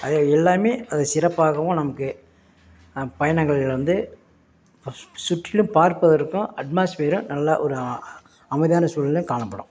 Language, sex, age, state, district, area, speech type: Tamil, male, 45-60, Tamil Nadu, Perambalur, urban, spontaneous